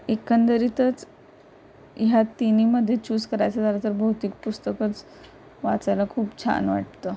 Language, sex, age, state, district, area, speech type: Marathi, female, 18-30, Maharashtra, Pune, urban, spontaneous